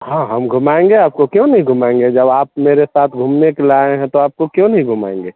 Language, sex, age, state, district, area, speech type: Hindi, male, 45-60, Bihar, Madhepura, rural, conversation